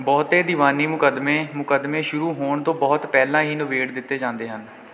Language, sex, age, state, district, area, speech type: Punjabi, male, 18-30, Punjab, Kapurthala, rural, read